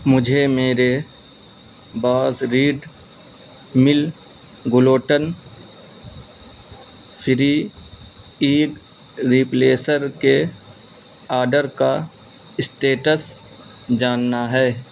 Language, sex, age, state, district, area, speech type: Urdu, male, 18-30, Bihar, Purnia, rural, read